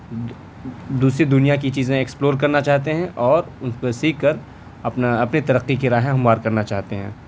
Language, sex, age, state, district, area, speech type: Urdu, male, 18-30, Delhi, South Delhi, urban, spontaneous